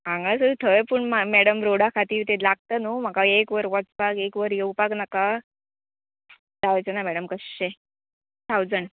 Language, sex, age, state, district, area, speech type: Goan Konkani, female, 18-30, Goa, Murmgao, urban, conversation